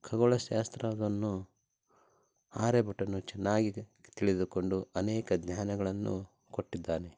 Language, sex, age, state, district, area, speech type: Kannada, male, 30-45, Karnataka, Koppal, rural, spontaneous